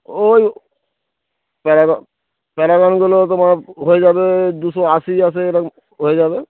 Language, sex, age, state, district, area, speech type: Bengali, male, 30-45, West Bengal, Darjeeling, rural, conversation